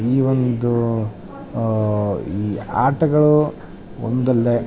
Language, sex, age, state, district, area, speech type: Kannada, male, 30-45, Karnataka, Bellary, urban, spontaneous